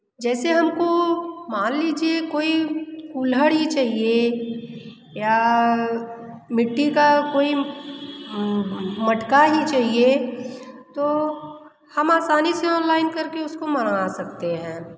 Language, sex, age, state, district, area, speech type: Hindi, female, 30-45, Uttar Pradesh, Mirzapur, rural, spontaneous